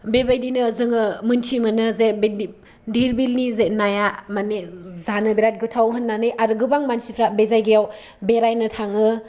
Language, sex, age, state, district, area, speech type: Bodo, female, 18-30, Assam, Kokrajhar, rural, spontaneous